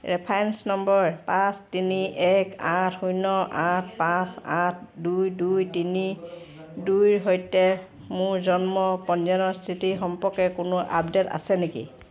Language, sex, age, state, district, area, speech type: Assamese, female, 45-60, Assam, Sivasagar, rural, read